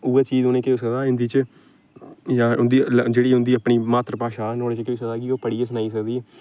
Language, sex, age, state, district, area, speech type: Dogri, male, 18-30, Jammu and Kashmir, Reasi, rural, spontaneous